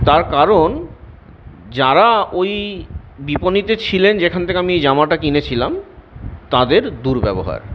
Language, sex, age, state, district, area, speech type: Bengali, male, 45-60, West Bengal, Purulia, urban, spontaneous